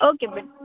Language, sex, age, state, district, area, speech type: Kannada, female, 18-30, Karnataka, Mysore, urban, conversation